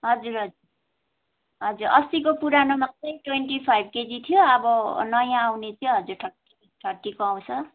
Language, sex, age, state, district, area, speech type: Nepali, female, 30-45, West Bengal, Jalpaiguri, urban, conversation